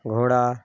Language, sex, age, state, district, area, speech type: Bengali, male, 18-30, West Bengal, Birbhum, urban, spontaneous